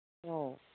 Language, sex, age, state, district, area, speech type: Manipuri, female, 60+, Manipur, Imphal East, rural, conversation